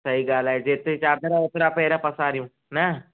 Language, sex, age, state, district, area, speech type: Sindhi, male, 18-30, Gujarat, Kutch, urban, conversation